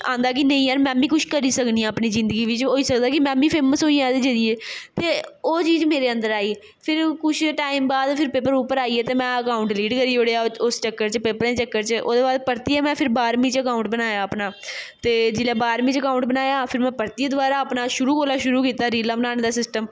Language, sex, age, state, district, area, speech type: Dogri, female, 18-30, Jammu and Kashmir, Jammu, urban, spontaneous